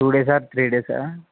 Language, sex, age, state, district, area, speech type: Telugu, male, 30-45, Andhra Pradesh, Kakinada, urban, conversation